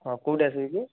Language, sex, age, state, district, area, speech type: Odia, male, 18-30, Odisha, Malkangiri, urban, conversation